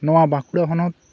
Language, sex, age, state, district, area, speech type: Santali, male, 18-30, West Bengal, Bankura, rural, spontaneous